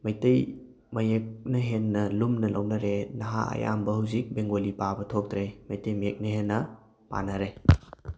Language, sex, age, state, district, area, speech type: Manipuri, male, 18-30, Manipur, Thoubal, rural, spontaneous